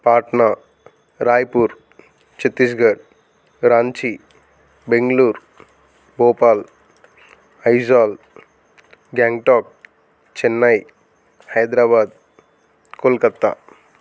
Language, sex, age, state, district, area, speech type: Telugu, male, 30-45, Telangana, Adilabad, rural, spontaneous